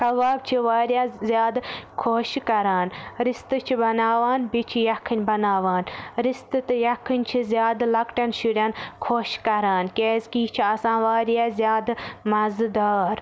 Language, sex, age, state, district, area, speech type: Kashmiri, female, 18-30, Jammu and Kashmir, Baramulla, rural, spontaneous